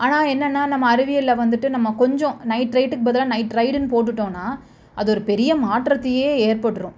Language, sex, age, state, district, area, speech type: Tamil, female, 30-45, Tamil Nadu, Chennai, urban, spontaneous